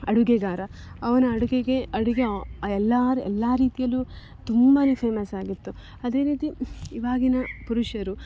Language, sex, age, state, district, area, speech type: Kannada, female, 18-30, Karnataka, Dakshina Kannada, rural, spontaneous